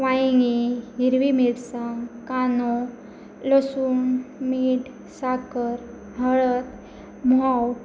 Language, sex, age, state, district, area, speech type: Goan Konkani, female, 18-30, Goa, Pernem, rural, spontaneous